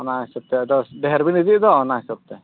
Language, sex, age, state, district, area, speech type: Santali, male, 45-60, Odisha, Mayurbhanj, rural, conversation